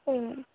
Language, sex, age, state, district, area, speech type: Bengali, female, 18-30, West Bengal, Bankura, urban, conversation